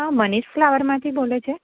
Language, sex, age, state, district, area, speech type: Gujarati, female, 30-45, Gujarat, Anand, urban, conversation